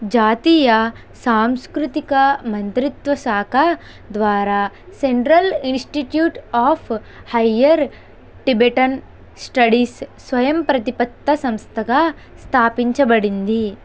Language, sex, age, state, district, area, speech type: Telugu, female, 18-30, Andhra Pradesh, Konaseema, rural, read